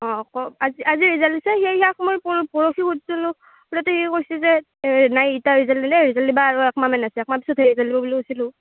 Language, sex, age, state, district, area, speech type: Assamese, female, 18-30, Assam, Barpeta, rural, conversation